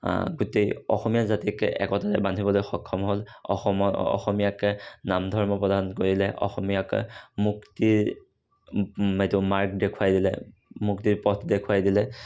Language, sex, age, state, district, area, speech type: Assamese, male, 60+, Assam, Kamrup Metropolitan, urban, spontaneous